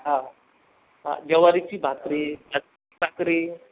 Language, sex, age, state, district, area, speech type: Marathi, male, 45-60, Maharashtra, Akola, rural, conversation